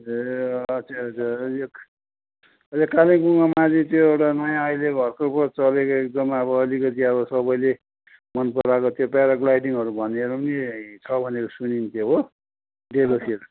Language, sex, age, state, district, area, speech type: Nepali, male, 60+, West Bengal, Kalimpong, rural, conversation